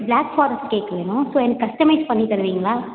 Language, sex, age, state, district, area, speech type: Tamil, female, 18-30, Tamil Nadu, Thanjavur, urban, conversation